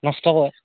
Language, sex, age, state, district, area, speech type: Assamese, male, 30-45, Assam, Sivasagar, rural, conversation